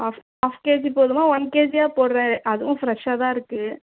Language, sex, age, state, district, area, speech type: Tamil, female, 18-30, Tamil Nadu, Tiruvallur, urban, conversation